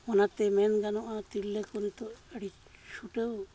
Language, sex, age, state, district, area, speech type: Santali, male, 45-60, Jharkhand, East Singhbhum, rural, spontaneous